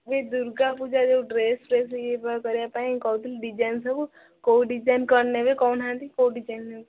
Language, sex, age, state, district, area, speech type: Odia, female, 18-30, Odisha, Jagatsinghpur, rural, conversation